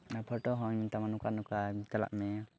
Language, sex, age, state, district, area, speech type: Santali, male, 18-30, Jharkhand, Pakur, rural, spontaneous